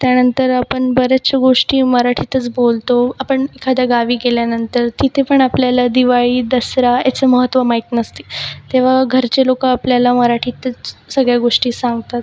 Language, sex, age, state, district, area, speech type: Marathi, female, 18-30, Maharashtra, Buldhana, rural, spontaneous